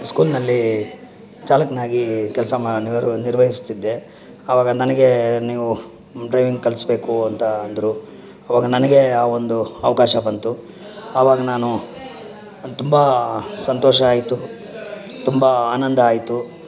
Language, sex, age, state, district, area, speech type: Kannada, male, 60+, Karnataka, Bangalore Urban, rural, spontaneous